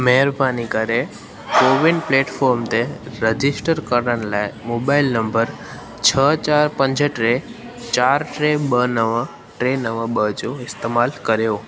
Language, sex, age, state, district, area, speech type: Sindhi, male, 18-30, Gujarat, Junagadh, rural, read